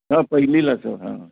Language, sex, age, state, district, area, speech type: Marathi, male, 60+, Maharashtra, Kolhapur, urban, conversation